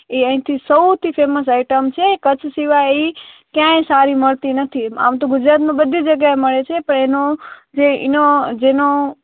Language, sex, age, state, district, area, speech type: Gujarati, female, 18-30, Gujarat, Kutch, rural, conversation